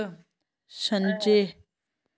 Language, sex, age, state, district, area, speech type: Dogri, female, 30-45, Jammu and Kashmir, Udhampur, rural, read